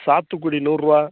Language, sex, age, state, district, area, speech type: Tamil, male, 18-30, Tamil Nadu, Kallakurichi, urban, conversation